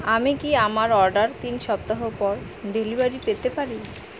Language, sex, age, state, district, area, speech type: Bengali, female, 30-45, West Bengal, Alipurduar, rural, read